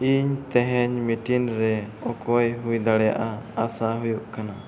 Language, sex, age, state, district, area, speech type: Santali, male, 18-30, Jharkhand, East Singhbhum, rural, read